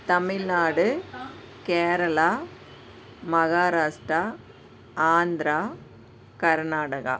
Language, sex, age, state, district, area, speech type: Tamil, female, 60+, Tamil Nadu, Dharmapuri, urban, spontaneous